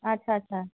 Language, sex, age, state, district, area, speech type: Odia, female, 60+, Odisha, Sundergarh, rural, conversation